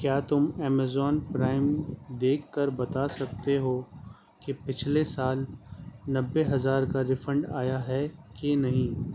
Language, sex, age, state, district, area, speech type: Urdu, male, 18-30, Delhi, Central Delhi, urban, read